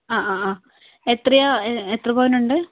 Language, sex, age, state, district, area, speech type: Malayalam, female, 18-30, Kerala, Wayanad, rural, conversation